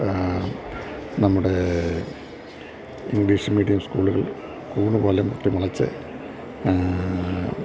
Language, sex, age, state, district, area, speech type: Malayalam, male, 60+, Kerala, Idukki, rural, spontaneous